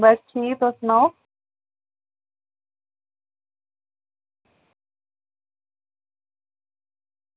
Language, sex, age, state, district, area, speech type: Dogri, female, 30-45, Jammu and Kashmir, Reasi, rural, conversation